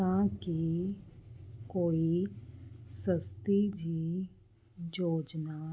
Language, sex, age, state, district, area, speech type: Punjabi, female, 30-45, Punjab, Fazilka, rural, spontaneous